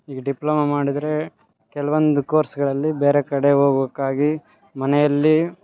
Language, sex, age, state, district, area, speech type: Kannada, male, 18-30, Karnataka, Vijayanagara, rural, spontaneous